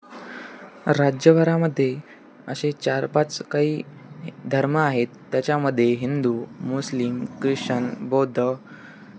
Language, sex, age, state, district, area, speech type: Marathi, male, 18-30, Maharashtra, Nanded, urban, spontaneous